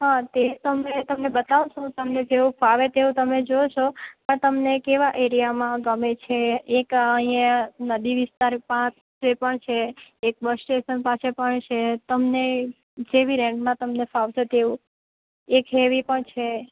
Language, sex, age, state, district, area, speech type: Gujarati, female, 18-30, Gujarat, Valsad, rural, conversation